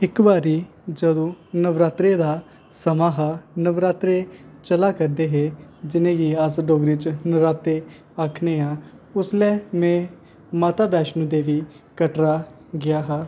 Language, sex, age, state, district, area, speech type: Dogri, male, 18-30, Jammu and Kashmir, Kathua, rural, spontaneous